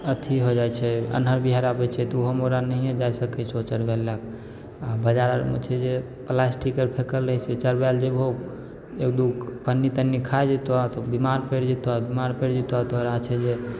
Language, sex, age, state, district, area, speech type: Maithili, male, 18-30, Bihar, Begusarai, urban, spontaneous